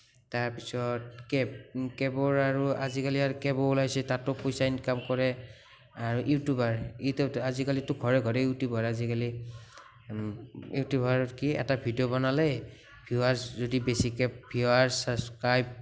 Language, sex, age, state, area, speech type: Assamese, male, 18-30, Assam, rural, spontaneous